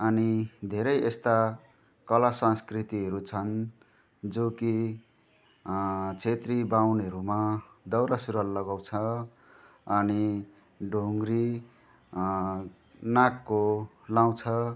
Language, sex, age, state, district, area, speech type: Nepali, male, 30-45, West Bengal, Jalpaiguri, rural, spontaneous